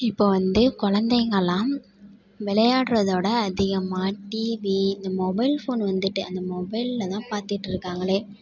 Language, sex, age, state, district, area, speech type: Tamil, female, 18-30, Tamil Nadu, Tiruvarur, rural, spontaneous